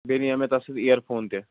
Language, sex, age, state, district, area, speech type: Kashmiri, male, 30-45, Jammu and Kashmir, Srinagar, urban, conversation